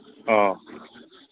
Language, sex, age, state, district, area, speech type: Assamese, male, 30-45, Assam, Goalpara, urban, conversation